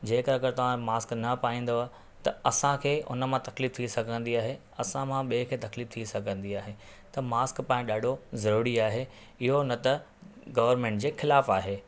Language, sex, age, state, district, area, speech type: Sindhi, male, 30-45, Maharashtra, Thane, urban, spontaneous